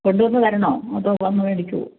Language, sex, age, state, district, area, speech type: Malayalam, female, 60+, Kerala, Idukki, rural, conversation